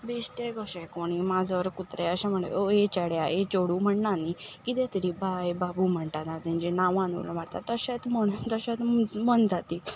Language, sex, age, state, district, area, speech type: Goan Konkani, female, 45-60, Goa, Ponda, rural, spontaneous